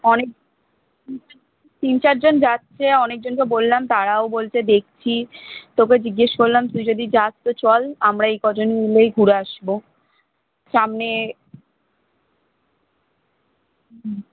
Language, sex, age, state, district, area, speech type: Bengali, female, 18-30, West Bengal, Kolkata, urban, conversation